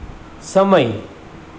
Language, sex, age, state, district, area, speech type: Gujarati, male, 45-60, Gujarat, Surat, urban, read